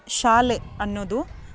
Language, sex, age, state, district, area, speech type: Kannada, female, 30-45, Karnataka, Dharwad, rural, spontaneous